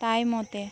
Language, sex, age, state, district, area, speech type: Santali, female, 18-30, West Bengal, Birbhum, rural, read